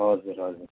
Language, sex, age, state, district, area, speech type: Nepali, female, 60+, West Bengal, Kalimpong, rural, conversation